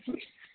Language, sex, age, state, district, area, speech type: Punjabi, female, 18-30, Punjab, Mansa, urban, conversation